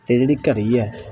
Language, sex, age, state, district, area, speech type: Punjabi, male, 18-30, Punjab, Mansa, rural, spontaneous